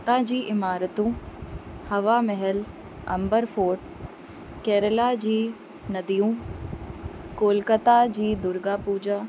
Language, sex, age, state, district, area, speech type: Sindhi, female, 30-45, Uttar Pradesh, Lucknow, urban, spontaneous